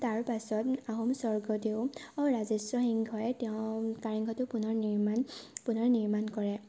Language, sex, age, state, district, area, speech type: Assamese, female, 18-30, Assam, Sivasagar, urban, spontaneous